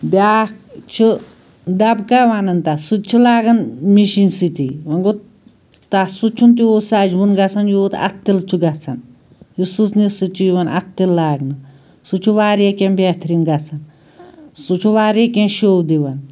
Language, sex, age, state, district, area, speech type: Kashmiri, female, 45-60, Jammu and Kashmir, Anantnag, rural, spontaneous